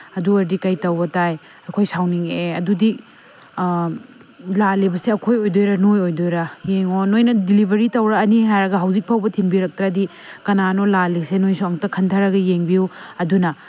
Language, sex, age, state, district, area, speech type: Manipuri, female, 30-45, Manipur, Senapati, rural, spontaneous